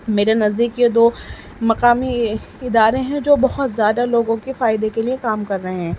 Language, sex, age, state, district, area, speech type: Urdu, female, 18-30, Delhi, Central Delhi, urban, spontaneous